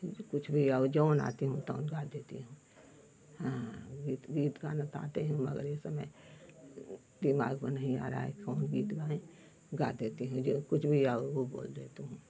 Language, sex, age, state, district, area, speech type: Hindi, female, 60+, Uttar Pradesh, Mau, rural, spontaneous